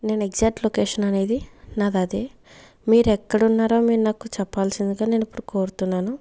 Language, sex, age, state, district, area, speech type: Telugu, female, 45-60, Andhra Pradesh, Kakinada, rural, spontaneous